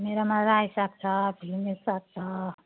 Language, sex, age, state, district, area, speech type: Nepali, female, 45-60, West Bengal, Jalpaiguri, rural, conversation